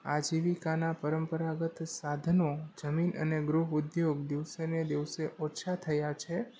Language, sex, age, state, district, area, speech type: Gujarati, male, 18-30, Gujarat, Rajkot, urban, spontaneous